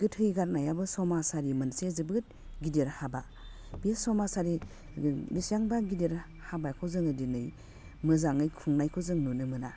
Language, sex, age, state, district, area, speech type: Bodo, female, 45-60, Assam, Udalguri, urban, spontaneous